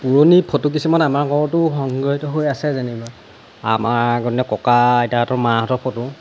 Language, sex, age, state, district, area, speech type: Assamese, male, 18-30, Assam, Golaghat, rural, spontaneous